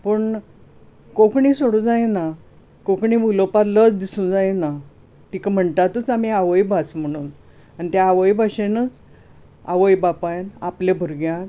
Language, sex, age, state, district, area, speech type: Goan Konkani, female, 60+, Goa, Bardez, urban, spontaneous